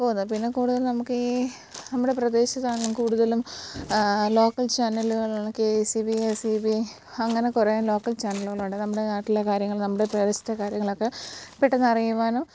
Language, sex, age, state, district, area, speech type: Malayalam, female, 18-30, Kerala, Alappuzha, rural, spontaneous